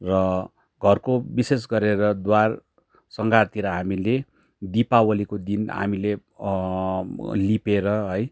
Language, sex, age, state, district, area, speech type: Nepali, male, 30-45, West Bengal, Darjeeling, rural, spontaneous